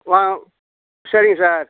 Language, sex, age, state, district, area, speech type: Tamil, male, 45-60, Tamil Nadu, Kallakurichi, rural, conversation